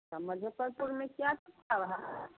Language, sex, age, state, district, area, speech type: Hindi, female, 45-60, Bihar, Samastipur, rural, conversation